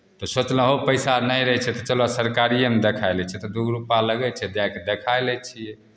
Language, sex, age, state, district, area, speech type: Maithili, male, 45-60, Bihar, Begusarai, rural, spontaneous